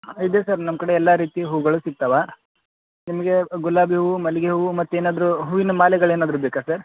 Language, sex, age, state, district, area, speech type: Kannada, male, 18-30, Karnataka, Gadag, rural, conversation